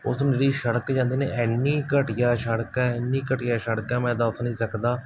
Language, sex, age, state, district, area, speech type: Punjabi, male, 30-45, Punjab, Barnala, rural, spontaneous